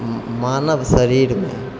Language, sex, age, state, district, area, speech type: Maithili, male, 60+, Bihar, Purnia, urban, spontaneous